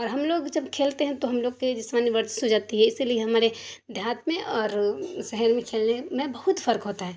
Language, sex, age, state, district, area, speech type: Urdu, female, 30-45, Bihar, Darbhanga, rural, spontaneous